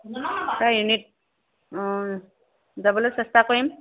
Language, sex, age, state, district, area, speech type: Assamese, female, 30-45, Assam, Sivasagar, rural, conversation